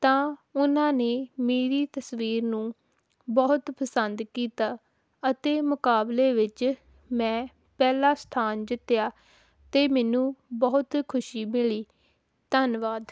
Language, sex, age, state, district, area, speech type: Punjabi, female, 18-30, Punjab, Hoshiarpur, rural, spontaneous